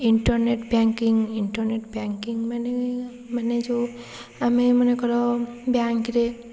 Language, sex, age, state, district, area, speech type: Odia, female, 45-60, Odisha, Puri, urban, spontaneous